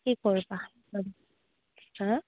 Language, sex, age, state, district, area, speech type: Assamese, female, 30-45, Assam, Goalpara, rural, conversation